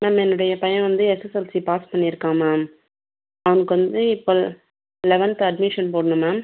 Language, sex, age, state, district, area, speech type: Tamil, female, 30-45, Tamil Nadu, Viluppuram, rural, conversation